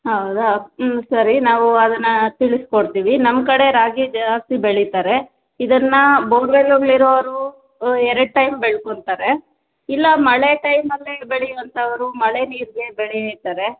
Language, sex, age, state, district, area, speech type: Kannada, female, 30-45, Karnataka, Kolar, rural, conversation